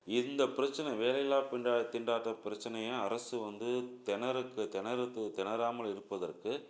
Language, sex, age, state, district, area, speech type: Tamil, male, 45-60, Tamil Nadu, Salem, urban, spontaneous